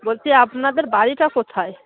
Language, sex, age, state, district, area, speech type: Bengali, female, 30-45, West Bengal, Dakshin Dinajpur, urban, conversation